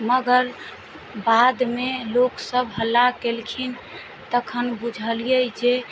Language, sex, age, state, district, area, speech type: Maithili, female, 30-45, Bihar, Madhubani, rural, spontaneous